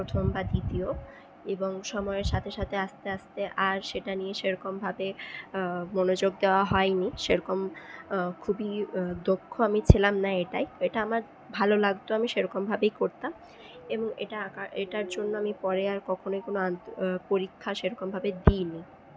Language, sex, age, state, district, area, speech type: Bengali, female, 30-45, West Bengal, Purulia, rural, spontaneous